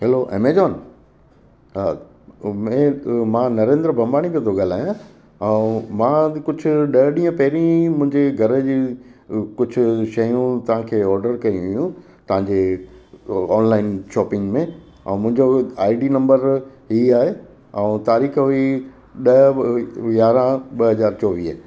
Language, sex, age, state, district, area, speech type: Sindhi, male, 60+, Gujarat, Kutch, rural, spontaneous